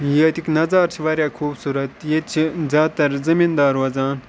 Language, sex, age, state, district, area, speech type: Kashmiri, male, 18-30, Jammu and Kashmir, Ganderbal, rural, spontaneous